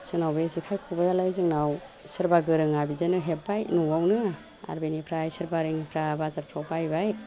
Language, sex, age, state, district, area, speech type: Bodo, female, 45-60, Assam, Chirang, rural, spontaneous